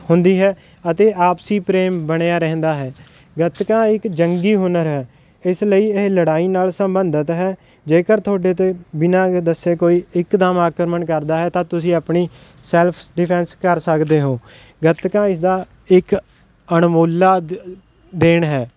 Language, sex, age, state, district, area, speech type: Punjabi, male, 30-45, Punjab, Kapurthala, urban, spontaneous